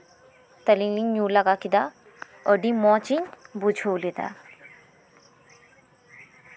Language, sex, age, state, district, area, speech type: Santali, female, 30-45, West Bengal, Birbhum, rural, spontaneous